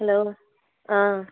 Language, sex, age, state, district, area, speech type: Tamil, female, 18-30, Tamil Nadu, Madurai, urban, conversation